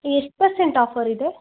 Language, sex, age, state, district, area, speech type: Kannada, female, 18-30, Karnataka, Tumkur, urban, conversation